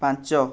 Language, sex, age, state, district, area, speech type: Odia, male, 18-30, Odisha, Puri, urban, read